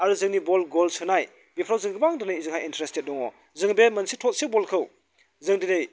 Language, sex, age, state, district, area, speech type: Bodo, male, 45-60, Assam, Chirang, rural, spontaneous